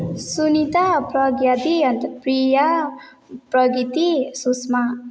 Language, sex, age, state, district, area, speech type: Nepali, female, 18-30, West Bengal, Jalpaiguri, rural, spontaneous